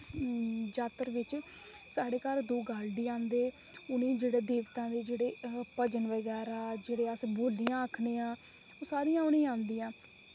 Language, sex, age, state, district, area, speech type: Dogri, female, 30-45, Jammu and Kashmir, Reasi, rural, spontaneous